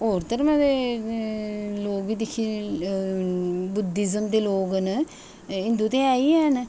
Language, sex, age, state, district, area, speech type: Dogri, female, 45-60, Jammu and Kashmir, Jammu, urban, spontaneous